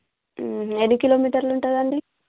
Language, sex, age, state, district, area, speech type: Telugu, female, 30-45, Telangana, Warangal, rural, conversation